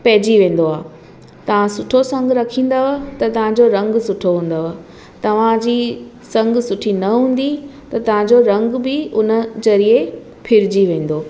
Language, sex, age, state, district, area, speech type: Sindhi, female, 30-45, Maharashtra, Mumbai Suburban, urban, spontaneous